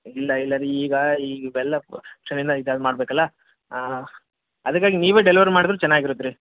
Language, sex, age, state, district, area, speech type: Kannada, male, 30-45, Karnataka, Bellary, rural, conversation